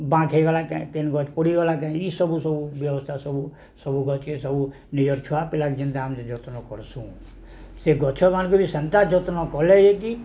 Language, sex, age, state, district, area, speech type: Odia, male, 60+, Odisha, Balangir, urban, spontaneous